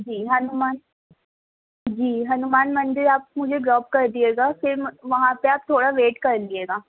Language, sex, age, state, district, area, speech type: Urdu, female, 18-30, Delhi, Central Delhi, urban, conversation